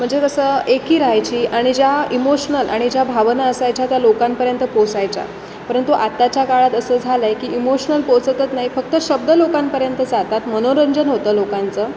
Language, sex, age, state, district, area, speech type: Marathi, female, 18-30, Maharashtra, Sindhudurg, rural, spontaneous